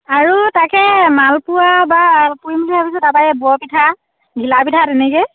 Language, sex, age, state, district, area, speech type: Assamese, female, 30-45, Assam, Dhemaji, rural, conversation